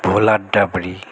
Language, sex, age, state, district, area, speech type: Bengali, male, 30-45, West Bengal, Alipurduar, rural, spontaneous